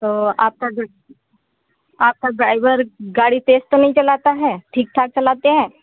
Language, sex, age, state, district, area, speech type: Hindi, female, 60+, Uttar Pradesh, Sitapur, rural, conversation